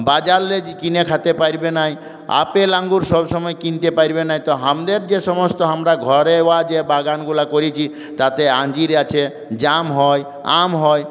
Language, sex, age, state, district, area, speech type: Bengali, male, 45-60, West Bengal, Purulia, urban, spontaneous